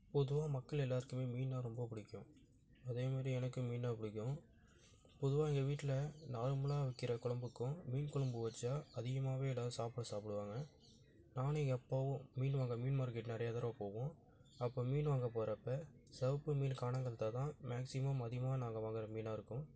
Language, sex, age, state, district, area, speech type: Tamil, male, 18-30, Tamil Nadu, Nagapattinam, rural, spontaneous